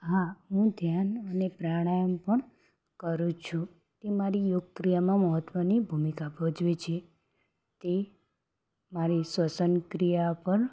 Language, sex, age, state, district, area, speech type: Gujarati, female, 18-30, Gujarat, Ahmedabad, urban, spontaneous